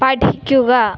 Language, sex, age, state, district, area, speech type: Malayalam, female, 18-30, Kerala, Kottayam, rural, read